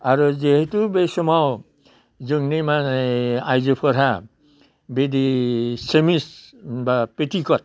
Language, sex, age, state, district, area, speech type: Bodo, male, 60+, Assam, Udalguri, rural, spontaneous